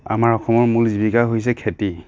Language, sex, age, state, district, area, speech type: Assamese, male, 30-45, Assam, Nagaon, rural, spontaneous